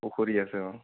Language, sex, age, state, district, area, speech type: Assamese, male, 30-45, Assam, Sonitpur, rural, conversation